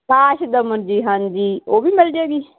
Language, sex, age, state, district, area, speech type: Punjabi, female, 30-45, Punjab, Moga, rural, conversation